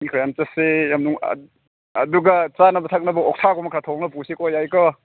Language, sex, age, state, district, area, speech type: Manipuri, male, 45-60, Manipur, Ukhrul, rural, conversation